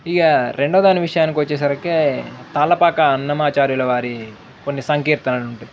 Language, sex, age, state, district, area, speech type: Telugu, male, 18-30, Telangana, Jangaon, rural, spontaneous